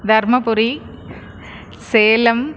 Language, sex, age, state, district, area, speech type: Tamil, female, 30-45, Tamil Nadu, Krishnagiri, rural, spontaneous